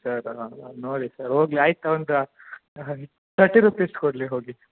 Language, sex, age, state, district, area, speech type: Kannada, male, 18-30, Karnataka, Chikkamagaluru, rural, conversation